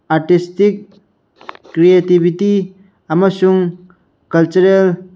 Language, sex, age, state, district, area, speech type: Manipuri, male, 18-30, Manipur, Bishnupur, rural, spontaneous